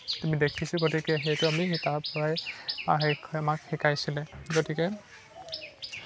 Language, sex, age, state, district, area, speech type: Assamese, male, 18-30, Assam, Lakhimpur, urban, spontaneous